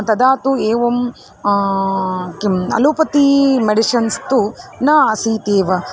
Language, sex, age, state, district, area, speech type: Sanskrit, female, 30-45, Karnataka, Dharwad, urban, spontaneous